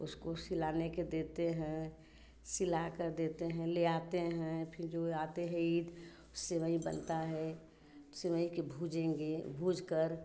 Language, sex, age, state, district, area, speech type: Hindi, female, 60+, Uttar Pradesh, Chandauli, rural, spontaneous